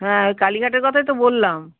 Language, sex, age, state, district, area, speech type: Bengali, female, 45-60, West Bengal, Kolkata, urban, conversation